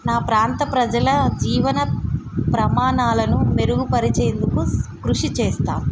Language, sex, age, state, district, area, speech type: Telugu, female, 30-45, Telangana, Mulugu, rural, spontaneous